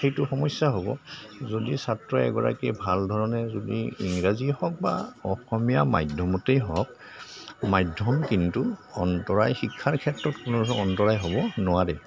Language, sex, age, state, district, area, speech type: Assamese, male, 60+, Assam, Goalpara, rural, spontaneous